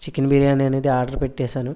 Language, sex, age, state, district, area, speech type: Telugu, male, 30-45, Andhra Pradesh, West Godavari, rural, spontaneous